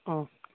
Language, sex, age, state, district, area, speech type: Assamese, male, 18-30, Assam, Charaideo, rural, conversation